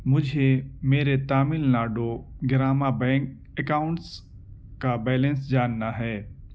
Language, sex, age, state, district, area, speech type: Urdu, male, 18-30, Delhi, Central Delhi, urban, read